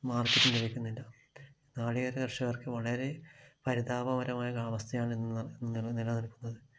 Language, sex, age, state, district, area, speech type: Malayalam, male, 45-60, Kerala, Kasaragod, rural, spontaneous